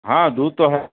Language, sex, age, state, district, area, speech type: Urdu, male, 60+, Delhi, North East Delhi, urban, conversation